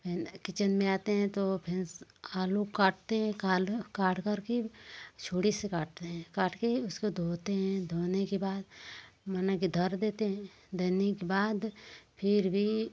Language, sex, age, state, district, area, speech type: Hindi, female, 30-45, Uttar Pradesh, Ghazipur, rural, spontaneous